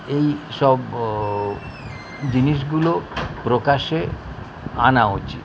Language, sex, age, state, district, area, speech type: Bengali, male, 60+, West Bengal, Kolkata, urban, spontaneous